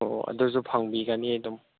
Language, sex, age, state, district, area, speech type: Manipuri, male, 18-30, Manipur, Senapati, rural, conversation